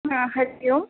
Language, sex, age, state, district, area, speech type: Sanskrit, female, 18-30, Kerala, Thrissur, urban, conversation